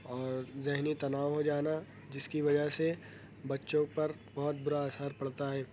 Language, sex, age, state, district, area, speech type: Urdu, male, 18-30, Maharashtra, Nashik, urban, spontaneous